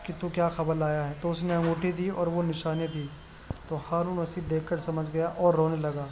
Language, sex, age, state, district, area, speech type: Urdu, male, 18-30, Uttar Pradesh, Gautam Buddha Nagar, urban, spontaneous